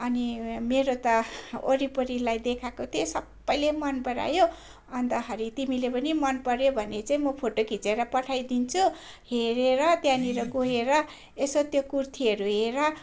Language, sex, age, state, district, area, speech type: Nepali, female, 45-60, West Bengal, Darjeeling, rural, spontaneous